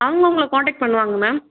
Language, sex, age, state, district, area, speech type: Tamil, female, 18-30, Tamil Nadu, Chengalpattu, urban, conversation